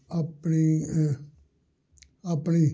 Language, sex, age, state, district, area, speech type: Punjabi, male, 60+, Punjab, Amritsar, urban, spontaneous